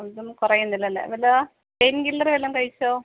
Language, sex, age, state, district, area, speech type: Malayalam, female, 45-60, Kerala, Kottayam, rural, conversation